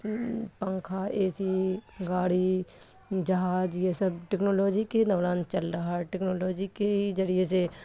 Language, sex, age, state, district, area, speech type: Urdu, female, 45-60, Bihar, Khagaria, rural, spontaneous